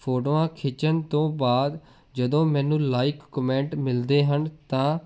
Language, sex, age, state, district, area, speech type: Punjabi, male, 18-30, Punjab, Jalandhar, urban, spontaneous